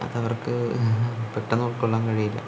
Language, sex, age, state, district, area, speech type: Malayalam, male, 30-45, Kerala, Palakkad, urban, spontaneous